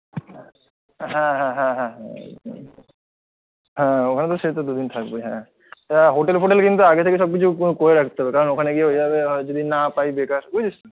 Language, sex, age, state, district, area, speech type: Bengali, male, 30-45, West Bengal, Kolkata, urban, conversation